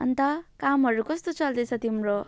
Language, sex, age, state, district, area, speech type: Nepali, female, 18-30, West Bengal, Jalpaiguri, rural, spontaneous